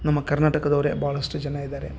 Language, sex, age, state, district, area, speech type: Kannada, male, 30-45, Karnataka, Bellary, rural, spontaneous